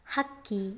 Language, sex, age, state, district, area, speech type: Kannada, female, 18-30, Karnataka, Chitradurga, rural, read